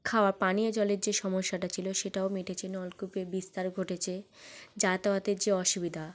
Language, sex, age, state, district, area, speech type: Bengali, female, 30-45, West Bengal, South 24 Parganas, rural, spontaneous